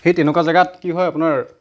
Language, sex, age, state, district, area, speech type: Assamese, male, 45-60, Assam, Darrang, rural, spontaneous